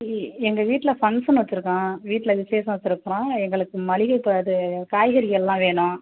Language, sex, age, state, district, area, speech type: Tamil, female, 45-60, Tamil Nadu, Thanjavur, rural, conversation